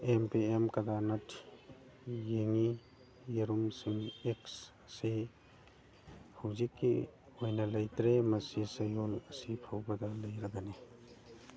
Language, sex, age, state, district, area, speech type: Manipuri, male, 45-60, Manipur, Churachandpur, urban, read